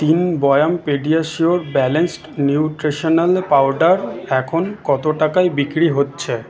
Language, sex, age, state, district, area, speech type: Bengali, male, 45-60, West Bengal, Paschim Bardhaman, rural, read